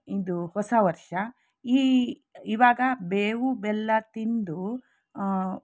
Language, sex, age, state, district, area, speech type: Kannada, female, 45-60, Karnataka, Shimoga, urban, spontaneous